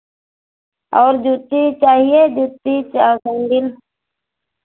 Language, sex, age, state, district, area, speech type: Hindi, female, 60+, Uttar Pradesh, Hardoi, rural, conversation